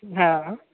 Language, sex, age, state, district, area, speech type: Maithili, female, 60+, Bihar, Madhepura, urban, conversation